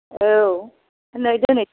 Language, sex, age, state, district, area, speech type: Bodo, female, 18-30, Assam, Kokrajhar, rural, conversation